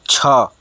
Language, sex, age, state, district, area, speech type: Hindi, male, 60+, Uttar Pradesh, Sonbhadra, rural, read